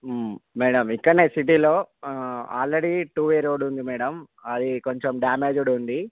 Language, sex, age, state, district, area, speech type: Telugu, male, 45-60, Andhra Pradesh, Visakhapatnam, urban, conversation